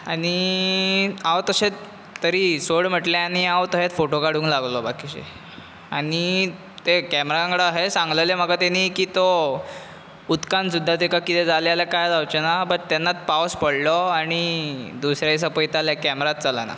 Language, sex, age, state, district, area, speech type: Goan Konkani, male, 18-30, Goa, Bardez, urban, spontaneous